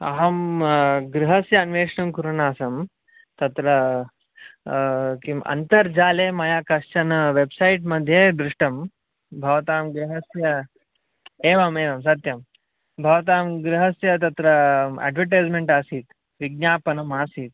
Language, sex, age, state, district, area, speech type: Sanskrit, male, 18-30, Kerala, Palakkad, urban, conversation